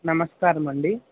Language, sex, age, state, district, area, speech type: Telugu, male, 60+, Andhra Pradesh, Krishna, urban, conversation